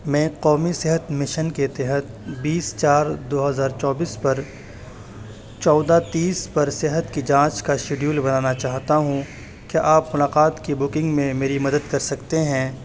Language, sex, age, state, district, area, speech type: Urdu, male, 18-30, Uttar Pradesh, Saharanpur, urban, read